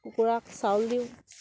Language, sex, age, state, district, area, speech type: Assamese, female, 18-30, Assam, Sivasagar, rural, spontaneous